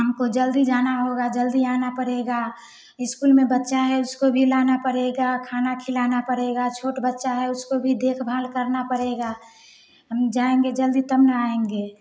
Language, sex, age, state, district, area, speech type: Hindi, female, 18-30, Bihar, Samastipur, rural, spontaneous